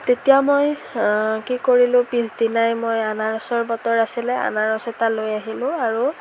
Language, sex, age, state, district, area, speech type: Assamese, female, 45-60, Assam, Morigaon, urban, spontaneous